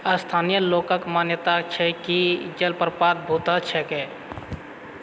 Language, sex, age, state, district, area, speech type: Maithili, male, 45-60, Bihar, Purnia, rural, read